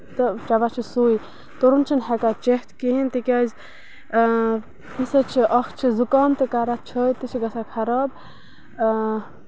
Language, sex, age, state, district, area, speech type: Kashmiri, female, 30-45, Jammu and Kashmir, Bandipora, rural, spontaneous